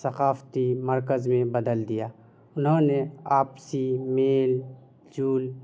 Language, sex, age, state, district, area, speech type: Urdu, male, 18-30, Bihar, Madhubani, rural, spontaneous